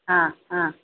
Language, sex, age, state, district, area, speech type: Tamil, female, 45-60, Tamil Nadu, Thoothukudi, urban, conversation